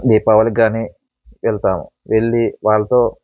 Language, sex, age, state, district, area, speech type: Telugu, male, 45-60, Andhra Pradesh, Eluru, rural, spontaneous